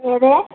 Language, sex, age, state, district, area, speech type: Malayalam, female, 45-60, Kerala, Malappuram, rural, conversation